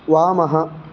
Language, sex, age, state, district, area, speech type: Sanskrit, male, 18-30, Karnataka, Udupi, urban, read